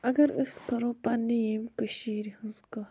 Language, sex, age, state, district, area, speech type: Kashmiri, female, 18-30, Jammu and Kashmir, Budgam, rural, spontaneous